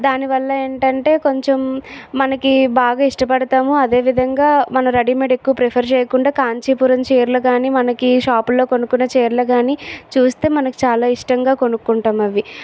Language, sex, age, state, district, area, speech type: Telugu, female, 45-60, Andhra Pradesh, Vizianagaram, rural, spontaneous